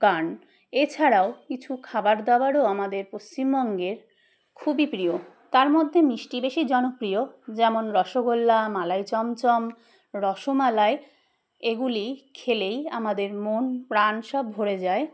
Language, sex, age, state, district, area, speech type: Bengali, female, 30-45, West Bengal, Dakshin Dinajpur, urban, spontaneous